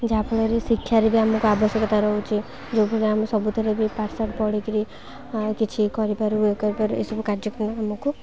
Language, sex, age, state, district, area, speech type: Odia, female, 18-30, Odisha, Kendrapara, urban, spontaneous